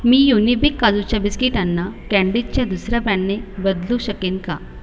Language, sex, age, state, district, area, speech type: Marathi, female, 30-45, Maharashtra, Buldhana, urban, read